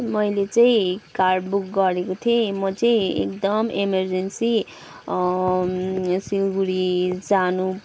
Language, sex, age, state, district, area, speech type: Nepali, male, 60+, West Bengal, Kalimpong, rural, spontaneous